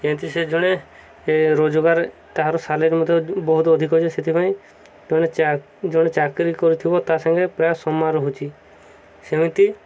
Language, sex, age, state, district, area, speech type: Odia, male, 30-45, Odisha, Subarnapur, urban, spontaneous